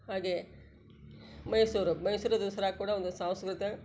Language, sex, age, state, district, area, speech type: Kannada, female, 60+, Karnataka, Shimoga, rural, spontaneous